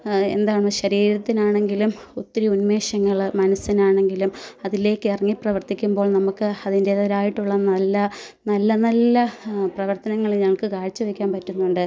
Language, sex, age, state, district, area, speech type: Malayalam, female, 30-45, Kerala, Kottayam, urban, spontaneous